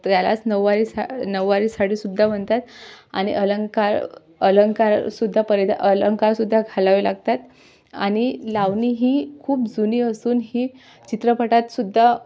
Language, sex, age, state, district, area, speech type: Marathi, female, 18-30, Maharashtra, Amravati, rural, spontaneous